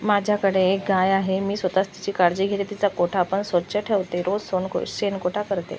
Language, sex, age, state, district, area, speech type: Marathi, female, 45-60, Maharashtra, Washim, rural, spontaneous